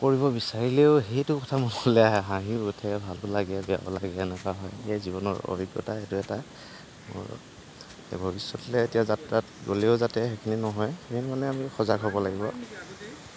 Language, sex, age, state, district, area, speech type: Assamese, male, 45-60, Assam, Kamrup Metropolitan, urban, spontaneous